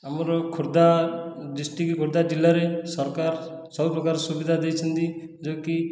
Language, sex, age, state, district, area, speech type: Odia, male, 30-45, Odisha, Khordha, rural, spontaneous